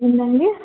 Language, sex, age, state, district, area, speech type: Telugu, female, 18-30, Andhra Pradesh, Srikakulam, urban, conversation